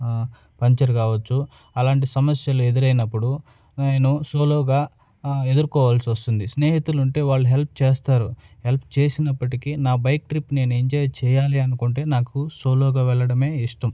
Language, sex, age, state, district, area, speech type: Telugu, male, 30-45, Andhra Pradesh, Nellore, rural, spontaneous